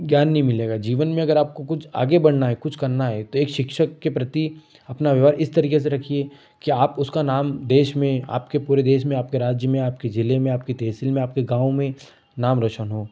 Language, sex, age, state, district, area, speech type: Hindi, male, 18-30, Madhya Pradesh, Ujjain, rural, spontaneous